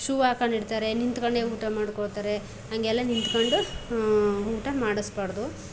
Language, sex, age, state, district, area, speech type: Kannada, female, 30-45, Karnataka, Chamarajanagar, rural, spontaneous